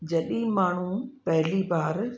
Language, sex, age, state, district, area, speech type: Sindhi, female, 45-60, Uttar Pradesh, Lucknow, urban, spontaneous